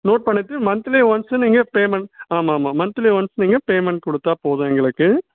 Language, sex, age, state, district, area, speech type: Tamil, male, 18-30, Tamil Nadu, Ranipet, urban, conversation